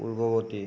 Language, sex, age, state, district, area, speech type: Assamese, male, 45-60, Assam, Nagaon, rural, read